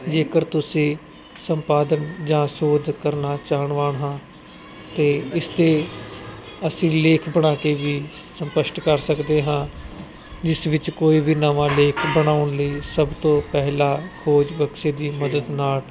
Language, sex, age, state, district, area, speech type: Punjabi, male, 18-30, Punjab, Gurdaspur, rural, spontaneous